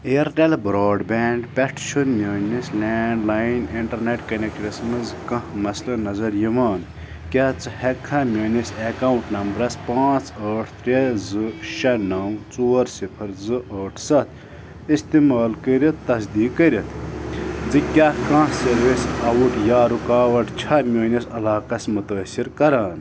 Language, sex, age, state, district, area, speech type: Kashmiri, male, 18-30, Jammu and Kashmir, Bandipora, rural, read